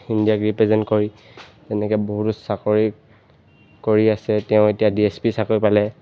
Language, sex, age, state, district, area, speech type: Assamese, male, 18-30, Assam, Charaideo, urban, spontaneous